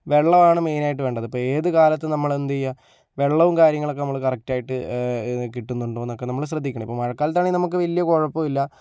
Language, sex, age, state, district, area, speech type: Malayalam, male, 60+, Kerala, Kozhikode, urban, spontaneous